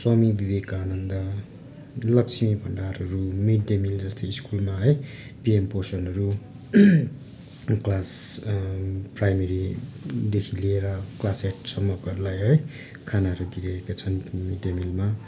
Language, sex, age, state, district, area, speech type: Nepali, male, 30-45, West Bengal, Darjeeling, rural, spontaneous